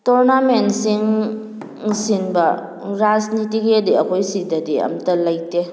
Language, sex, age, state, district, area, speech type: Manipuri, female, 30-45, Manipur, Kakching, rural, spontaneous